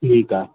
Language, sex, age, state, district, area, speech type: Marathi, male, 45-60, Maharashtra, Nagpur, urban, conversation